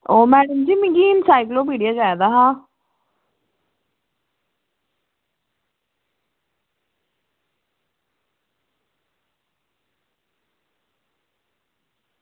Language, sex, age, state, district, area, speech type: Dogri, female, 18-30, Jammu and Kashmir, Samba, rural, conversation